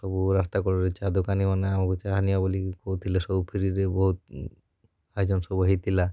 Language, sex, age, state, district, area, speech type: Odia, male, 18-30, Odisha, Kalahandi, rural, spontaneous